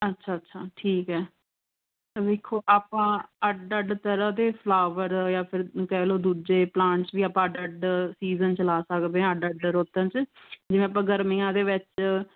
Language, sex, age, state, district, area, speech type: Punjabi, female, 18-30, Punjab, Muktsar, urban, conversation